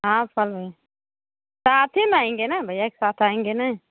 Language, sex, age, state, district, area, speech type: Hindi, female, 30-45, Uttar Pradesh, Mau, rural, conversation